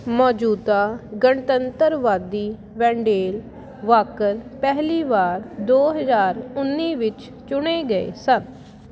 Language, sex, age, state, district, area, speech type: Punjabi, female, 30-45, Punjab, Jalandhar, rural, read